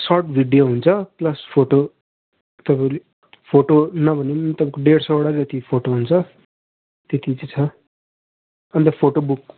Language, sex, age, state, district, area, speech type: Nepali, male, 18-30, West Bengal, Darjeeling, rural, conversation